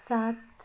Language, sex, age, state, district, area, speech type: Nepali, female, 30-45, West Bengal, Jalpaiguri, rural, read